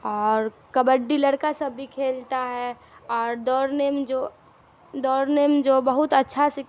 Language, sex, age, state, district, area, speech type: Urdu, female, 18-30, Bihar, Darbhanga, rural, spontaneous